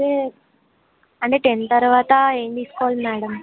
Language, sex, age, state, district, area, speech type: Telugu, female, 30-45, Telangana, Ranga Reddy, rural, conversation